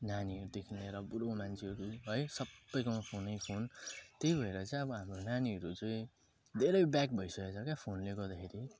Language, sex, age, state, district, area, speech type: Nepali, male, 30-45, West Bengal, Jalpaiguri, urban, spontaneous